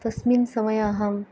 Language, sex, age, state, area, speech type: Sanskrit, female, 18-30, Tripura, rural, spontaneous